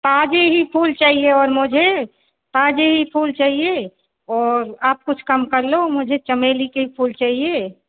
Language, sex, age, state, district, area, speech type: Hindi, female, 30-45, Madhya Pradesh, Hoshangabad, rural, conversation